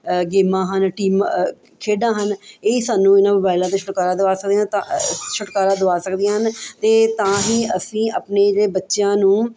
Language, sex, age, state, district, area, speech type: Punjabi, female, 30-45, Punjab, Mohali, urban, spontaneous